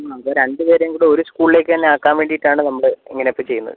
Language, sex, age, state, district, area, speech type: Malayalam, male, 18-30, Kerala, Wayanad, rural, conversation